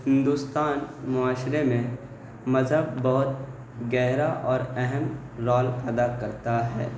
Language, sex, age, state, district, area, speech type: Urdu, male, 18-30, Bihar, Gaya, urban, spontaneous